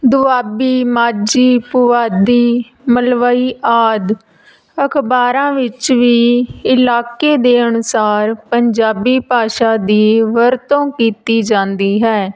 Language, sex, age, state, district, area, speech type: Punjabi, female, 30-45, Punjab, Tarn Taran, rural, spontaneous